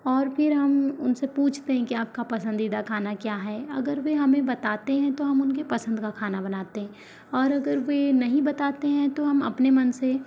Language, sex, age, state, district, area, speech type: Hindi, female, 30-45, Madhya Pradesh, Balaghat, rural, spontaneous